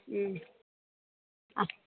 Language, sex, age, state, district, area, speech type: Malayalam, female, 45-60, Kerala, Idukki, rural, conversation